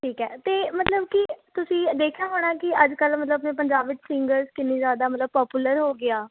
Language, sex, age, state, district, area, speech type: Punjabi, female, 18-30, Punjab, Tarn Taran, urban, conversation